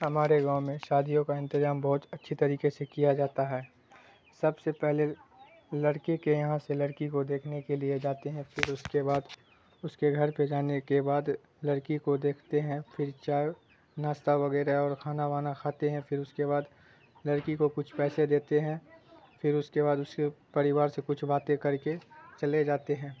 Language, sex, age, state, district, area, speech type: Urdu, male, 18-30, Bihar, Supaul, rural, spontaneous